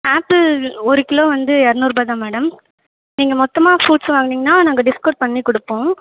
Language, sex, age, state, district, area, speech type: Tamil, female, 18-30, Tamil Nadu, Viluppuram, urban, conversation